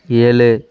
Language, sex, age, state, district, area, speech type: Tamil, male, 18-30, Tamil Nadu, Kallakurichi, urban, read